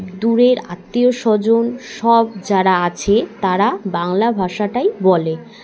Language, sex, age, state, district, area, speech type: Bengali, female, 18-30, West Bengal, Hooghly, urban, spontaneous